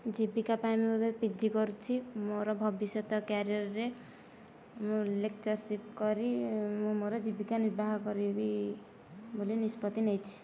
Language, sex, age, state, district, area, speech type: Odia, female, 18-30, Odisha, Nayagarh, rural, spontaneous